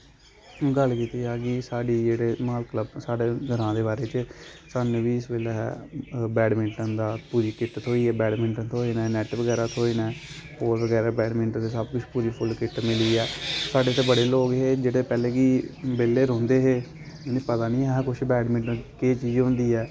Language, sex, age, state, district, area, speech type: Dogri, male, 18-30, Jammu and Kashmir, Samba, urban, spontaneous